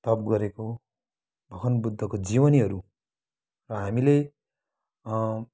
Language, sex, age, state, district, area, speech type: Nepali, male, 45-60, West Bengal, Kalimpong, rural, spontaneous